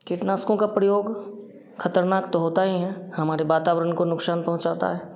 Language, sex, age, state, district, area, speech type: Hindi, male, 30-45, Bihar, Samastipur, urban, spontaneous